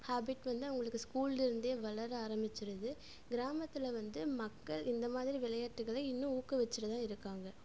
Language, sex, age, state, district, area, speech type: Tamil, female, 18-30, Tamil Nadu, Coimbatore, rural, spontaneous